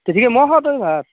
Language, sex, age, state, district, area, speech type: Assamese, male, 30-45, Assam, Darrang, rural, conversation